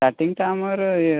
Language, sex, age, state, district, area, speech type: Odia, male, 18-30, Odisha, Subarnapur, urban, conversation